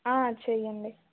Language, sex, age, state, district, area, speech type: Telugu, female, 18-30, Telangana, Bhadradri Kothagudem, rural, conversation